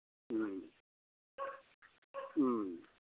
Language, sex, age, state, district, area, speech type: Manipuri, male, 45-60, Manipur, Imphal East, rural, conversation